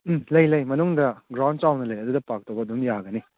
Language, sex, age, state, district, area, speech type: Manipuri, male, 30-45, Manipur, Kakching, rural, conversation